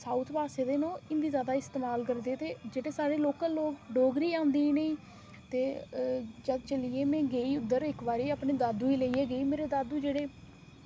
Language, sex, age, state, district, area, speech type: Dogri, female, 30-45, Jammu and Kashmir, Reasi, rural, spontaneous